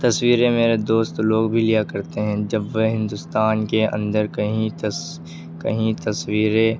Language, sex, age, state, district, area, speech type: Urdu, male, 18-30, Uttar Pradesh, Ghaziabad, urban, spontaneous